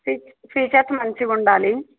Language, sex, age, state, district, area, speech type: Telugu, female, 18-30, Telangana, Yadadri Bhuvanagiri, urban, conversation